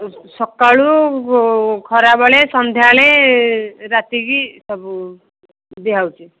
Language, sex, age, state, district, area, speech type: Odia, female, 30-45, Odisha, Ganjam, urban, conversation